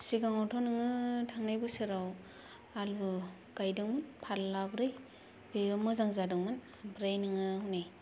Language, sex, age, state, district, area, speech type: Bodo, female, 18-30, Assam, Kokrajhar, rural, spontaneous